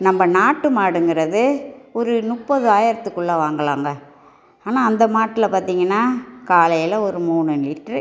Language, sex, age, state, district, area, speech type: Tamil, female, 60+, Tamil Nadu, Tiruchirappalli, urban, spontaneous